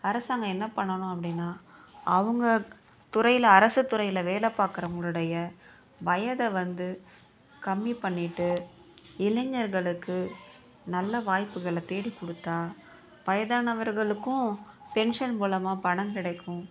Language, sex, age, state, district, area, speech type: Tamil, female, 30-45, Tamil Nadu, Chennai, urban, spontaneous